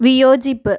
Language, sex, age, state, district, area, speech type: Malayalam, female, 45-60, Kerala, Kozhikode, urban, read